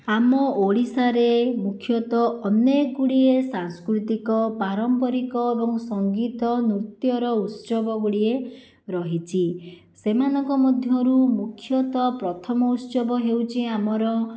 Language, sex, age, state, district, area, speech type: Odia, female, 60+, Odisha, Jajpur, rural, spontaneous